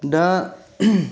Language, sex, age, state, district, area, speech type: Bodo, male, 30-45, Assam, Kokrajhar, urban, spontaneous